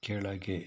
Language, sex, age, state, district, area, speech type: Kannada, male, 60+, Karnataka, Bangalore Rural, rural, read